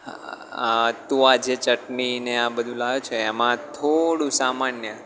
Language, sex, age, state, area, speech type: Gujarati, male, 18-30, Gujarat, rural, spontaneous